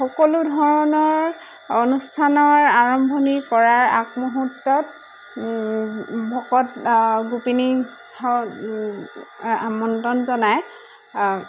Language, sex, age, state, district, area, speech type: Assamese, female, 30-45, Assam, Dhemaji, rural, spontaneous